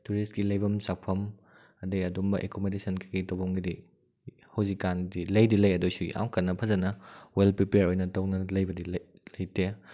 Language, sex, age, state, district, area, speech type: Manipuri, male, 18-30, Manipur, Kakching, rural, spontaneous